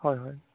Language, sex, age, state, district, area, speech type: Assamese, male, 18-30, Assam, Charaideo, rural, conversation